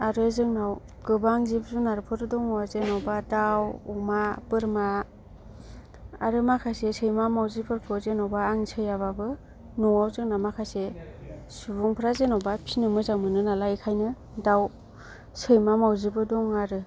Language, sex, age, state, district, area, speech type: Bodo, female, 18-30, Assam, Kokrajhar, rural, spontaneous